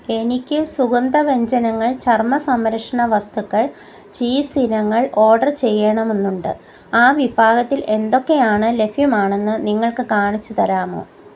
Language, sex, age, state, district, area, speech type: Malayalam, female, 45-60, Kerala, Kottayam, rural, read